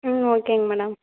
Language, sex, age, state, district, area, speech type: Tamil, female, 18-30, Tamil Nadu, Namakkal, rural, conversation